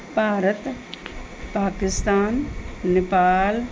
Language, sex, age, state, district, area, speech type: Punjabi, female, 45-60, Punjab, Mohali, urban, spontaneous